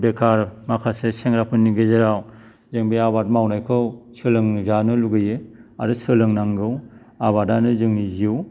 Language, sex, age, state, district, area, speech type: Bodo, male, 45-60, Assam, Kokrajhar, urban, spontaneous